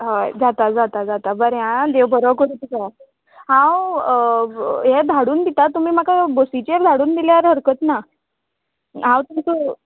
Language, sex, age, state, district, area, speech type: Goan Konkani, female, 18-30, Goa, Canacona, rural, conversation